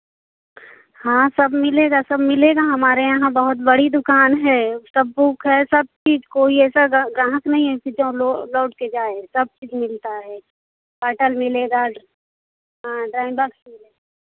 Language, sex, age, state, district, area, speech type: Hindi, female, 45-60, Uttar Pradesh, Chandauli, rural, conversation